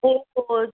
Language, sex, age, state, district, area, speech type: Punjabi, female, 45-60, Punjab, Muktsar, urban, conversation